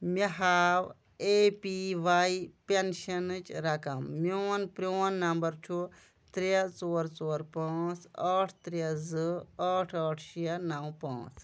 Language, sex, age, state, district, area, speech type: Kashmiri, female, 30-45, Jammu and Kashmir, Kulgam, rural, read